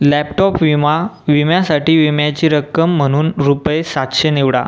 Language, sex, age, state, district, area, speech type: Marathi, male, 18-30, Maharashtra, Buldhana, rural, read